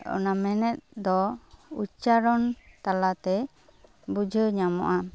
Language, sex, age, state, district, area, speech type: Santali, female, 30-45, West Bengal, Bankura, rural, spontaneous